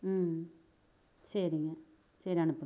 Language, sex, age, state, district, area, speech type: Tamil, female, 45-60, Tamil Nadu, Namakkal, rural, spontaneous